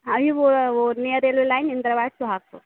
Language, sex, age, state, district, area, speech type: Hindi, female, 18-30, Madhya Pradesh, Hoshangabad, rural, conversation